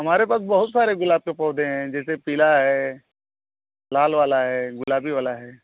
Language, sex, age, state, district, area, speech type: Hindi, male, 30-45, Uttar Pradesh, Mau, rural, conversation